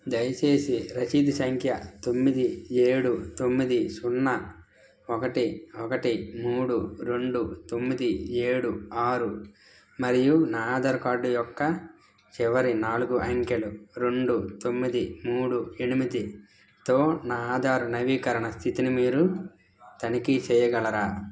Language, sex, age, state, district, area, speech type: Telugu, male, 18-30, Andhra Pradesh, N T Rama Rao, rural, read